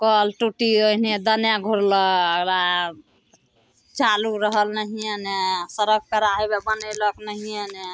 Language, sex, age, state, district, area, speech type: Maithili, female, 45-60, Bihar, Madhepura, urban, spontaneous